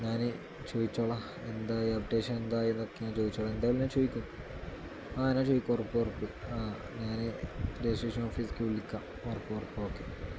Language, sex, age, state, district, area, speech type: Malayalam, male, 18-30, Kerala, Malappuram, rural, spontaneous